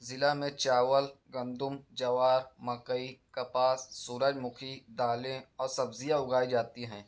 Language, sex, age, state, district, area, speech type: Urdu, male, 18-30, Maharashtra, Nashik, rural, spontaneous